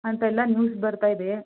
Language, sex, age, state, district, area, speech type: Kannada, female, 18-30, Karnataka, Mandya, rural, conversation